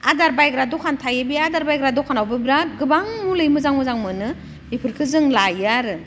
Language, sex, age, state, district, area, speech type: Bodo, female, 45-60, Assam, Udalguri, rural, spontaneous